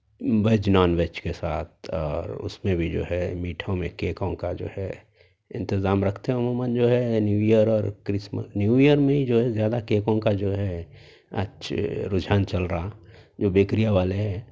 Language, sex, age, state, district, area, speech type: Urdu, male, 30-45, Telangana, Hyderabad, urban, spontaneous